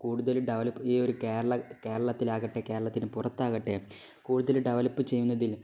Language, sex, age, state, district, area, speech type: Malayalam, male, 18-30, Kerala, Kozhikode, rural, spontaneous